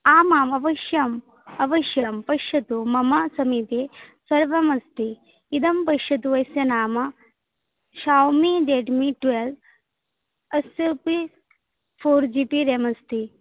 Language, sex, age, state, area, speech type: Sanskrit, female, 18-30, Assam, rural, conversation